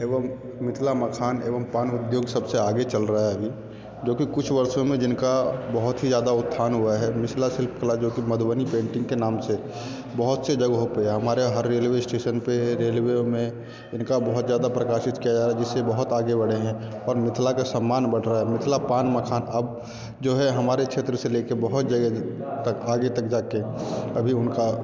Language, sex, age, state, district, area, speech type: Hindi, male, 30-45, Bihar, Darbhanga, rural, spontaneous